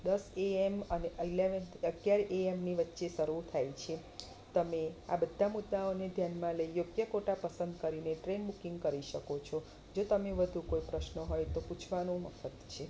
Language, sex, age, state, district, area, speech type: Gujarati, female, 30-45, Gujarat, Kheda, rural, spontaneous